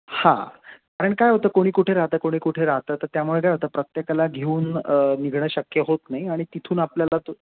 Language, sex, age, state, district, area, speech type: Marathi, male, 30-45, Maharashtra, Nashik, urban, conversation